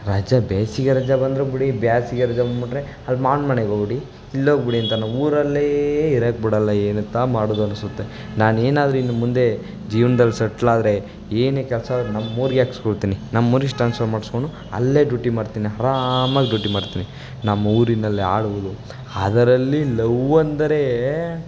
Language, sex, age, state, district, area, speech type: Kannada, male, 18-30, Karnataka, Chamarajanagar, rural, spontaneous